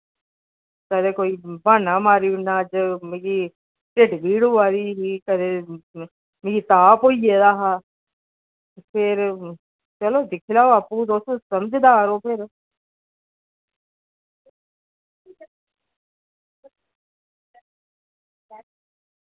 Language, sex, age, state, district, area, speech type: Dogri, female, 45-60, Jammu and Kashmir, Udhampur, rural, conversation